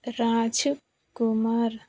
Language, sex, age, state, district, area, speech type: Telugu, female, 18-30, Telangana, Karimnagar, rural, spontaneous